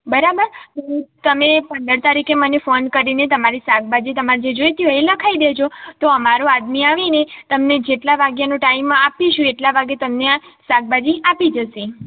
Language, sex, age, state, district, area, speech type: Gujarati, female, 18-30, Gujarat, Mehsana, rural, conversation